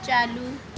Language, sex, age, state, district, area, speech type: Hindi, female, 30-45, Madhya Pradesh, Seoni, urban, read